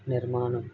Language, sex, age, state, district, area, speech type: Telugu, male, 18-30, Andhra Pradesh, Kadapa, rural, spontaneous